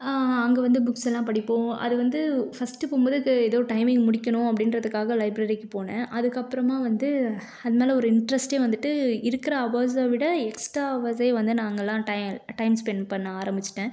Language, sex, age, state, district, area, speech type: Tamil, female, 18-30, Tamil Nadu, Tiruvannamalai, urban, spontaneous